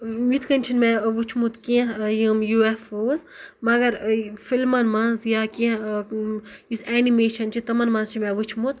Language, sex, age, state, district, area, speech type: Kashmiri, female, 18-30, Jammu and Kashmir, Ganderbal, rural, spontaneous